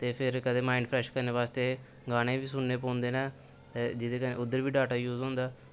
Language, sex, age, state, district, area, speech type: Dogri, male, 18-30, Jammu and Kashmir, Samba, urban, spontaneous